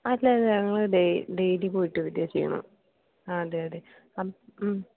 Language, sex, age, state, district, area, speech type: Malayalam, female, 18-30, Kerala, Palakkad, rural, conversation